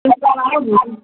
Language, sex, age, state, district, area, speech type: Hindi, female, 60+, Uttar Pradesh, Azamgarh, rural, conversation